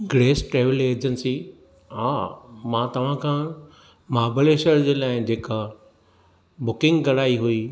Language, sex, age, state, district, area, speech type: Sindhi, male, 45-60, Maharashtra, Thane, urban, spontaneous